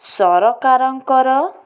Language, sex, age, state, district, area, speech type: Odia, female, 45-60, Odisha, Cuttack, urban, spontaneous